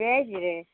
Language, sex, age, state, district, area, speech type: Goan Konkani, female, 60+, Goa, Murmgao, rural, conversation